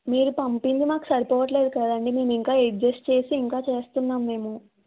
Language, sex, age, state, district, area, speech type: Telugu, female, 18-30, Andhra Pradesh, East Godavari, urban, conversation